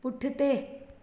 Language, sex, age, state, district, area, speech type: Sindhi, female, 30-45, Gujarat, Surat, urban, read